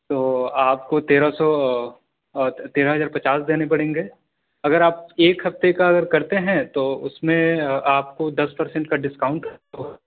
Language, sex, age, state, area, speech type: Urdu, male, 18-30, Uttar Pradesh, urban, conversation